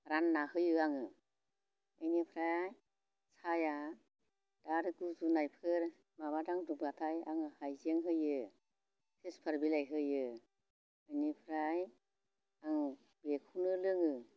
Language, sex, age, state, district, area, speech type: Bodo, female, 60+, Assam, Baksa, rural, spontaneous